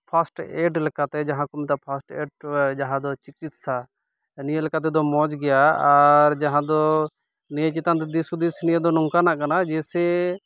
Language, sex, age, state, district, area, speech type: Santali, male, 30-45, West Bengal, Malda, rural, spontaneous